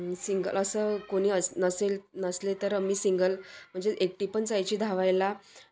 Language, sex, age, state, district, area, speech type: Marathi, female, 30-45, Maharashtra, Wardha, rural, spontaneous